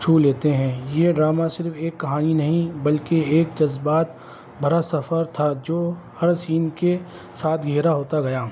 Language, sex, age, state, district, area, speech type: Urdu, male, 30-45, Delhi, North East Delhi, urban, spontaneous